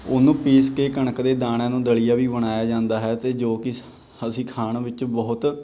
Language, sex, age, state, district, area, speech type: Punjabi, male, 18-30, Punjab, Patiala, rural, spontaneous